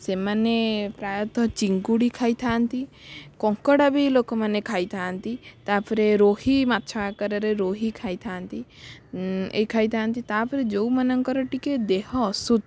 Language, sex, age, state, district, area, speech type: Odia, female, 18-30, Odisha, Bhadrak, rural, spontaneous